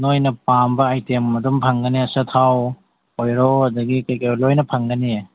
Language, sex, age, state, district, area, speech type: Manipuri, male, 45-60, Manipur, Imphal East, rural, conversation